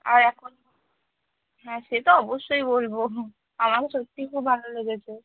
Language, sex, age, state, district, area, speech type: Bengali, female, 18-30, West Bengal, Cooch Behar, rural, conversation